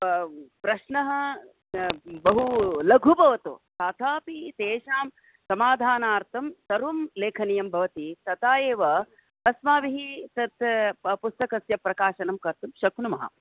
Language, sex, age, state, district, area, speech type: Sanskrit, female, 60+, Karnataka, Bangalore Urban, urban, conversation